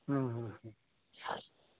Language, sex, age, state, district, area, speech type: Urdu, male, 30-45, Uttar Pradesh, Gautam Buddha Nagar, urban, conversation